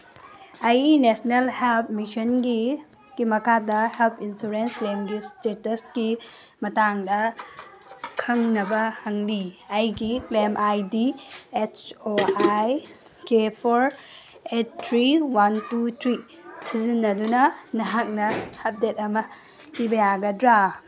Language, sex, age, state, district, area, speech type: Manipuri, female, 18-30, Manipur, Kangpokpi, urban, read